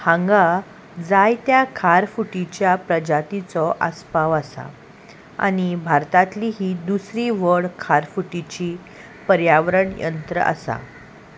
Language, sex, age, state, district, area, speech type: Goan Konkani, female, 30-45, Goa, Salcete, urban, read